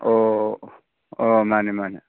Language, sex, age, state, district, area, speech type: Manipuri, male, 18-30, Manipur, Churachandpur, rural, conversation